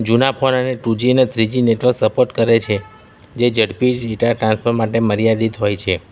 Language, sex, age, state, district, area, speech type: Gujarati, male, 30-45, Gujarat, Kheda, rural, spontaneous